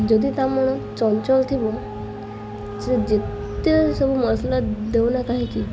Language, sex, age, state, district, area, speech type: Odia, female, 18-30, Odisha, Malkangiri, urban, spontaneous